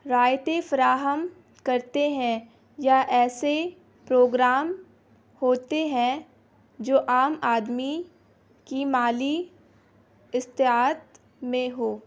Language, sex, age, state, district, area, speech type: Urdu, female, 18-30, Bihar, Gaya, rural, spontaneous